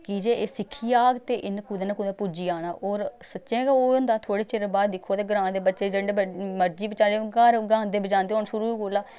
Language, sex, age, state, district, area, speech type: Dogri, female, 30-45, Jammu and Kashmir, Samba, rural, spontaneous